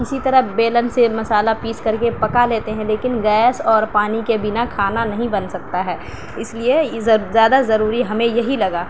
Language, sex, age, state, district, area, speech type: Urdu, female, 18-30, Delhi, South Delhi, urban, spontaneous